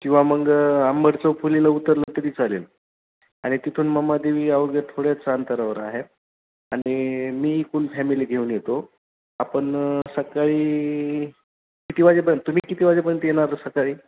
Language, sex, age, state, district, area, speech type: Marathi, male, 30-45, Maharashtra, Jalna, rural, conversation